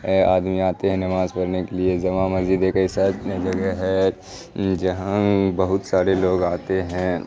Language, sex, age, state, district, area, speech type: Urdu, male, 18-30, Bihar, Supaul, rural, spontaneous